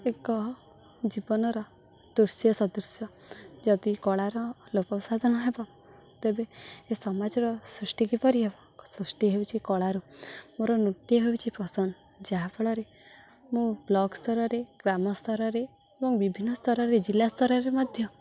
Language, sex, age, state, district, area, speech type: Odia, female, 18-30, Odisha, Jagatsinghpur, rural, spontaneous